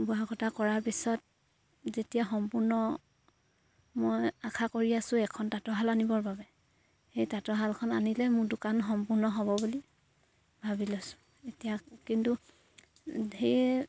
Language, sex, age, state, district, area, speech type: Assamese, female, 18-30, Assam, Sivasagar, rural, spontaneous